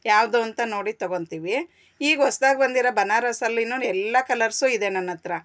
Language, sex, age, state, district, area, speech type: Kannada, female, 45-60, Karnataka, Bangalore Urban, urban, spontaneous